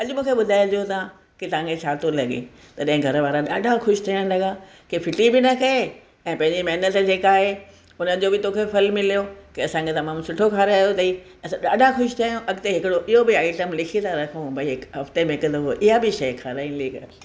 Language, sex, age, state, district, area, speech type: Sindhi, female, 60+, Rajasthan, Ajmer, urban, spontaneous